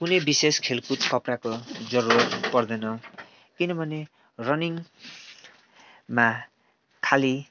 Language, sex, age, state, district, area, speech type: Nepali, male, 18-30, West Bengal, Darjeeling, urban, spontaneous